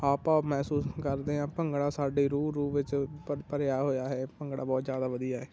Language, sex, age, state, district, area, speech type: Punjabi, male, 18-30, Punjab, Muktsar, rural, spontaneous